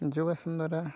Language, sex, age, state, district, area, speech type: Santali, male, 45-60, Odisha, Mayurbhanj, rural, spontaneous